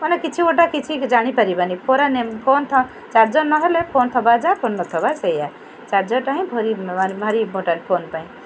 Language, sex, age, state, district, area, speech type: Odia, female, 45-60, Odisha, Kendrapara, urban, spontaneous